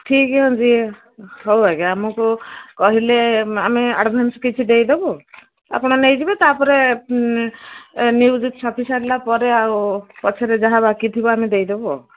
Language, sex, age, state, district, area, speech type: Odia, female, 60+, Odisha, Gajapati, rural, conversation